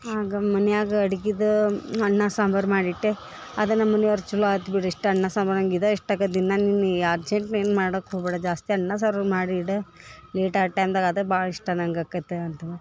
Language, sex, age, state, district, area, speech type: Kannada, female, 18-30, Karnataka, Dharwad, urban, spontaneous